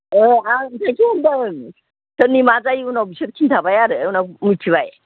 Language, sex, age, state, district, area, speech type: Bodo, female, 60+, Assam, Udalguri, urban, conversation